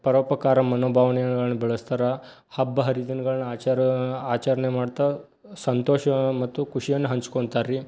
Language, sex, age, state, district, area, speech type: Kannada, male, 18-30, Karnataka, Dharwad, urban, spontaneous